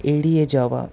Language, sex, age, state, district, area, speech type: Bengali, male, 60+, West Bengal, Paschim Bardhaman, urban, read